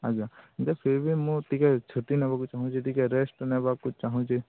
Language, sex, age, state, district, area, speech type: Odia, male, 45-60, Odisha, Sundergarh, rural, conversation